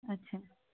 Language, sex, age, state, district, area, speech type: Assamese, female, 45-60, Assam, Kamrup Metropolitan, urban, conversation